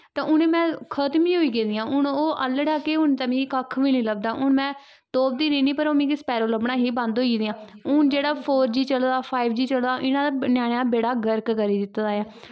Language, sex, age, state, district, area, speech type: Dogri, female, 18-30, Jammu and Kashmir, Kathua, rural, spontaneous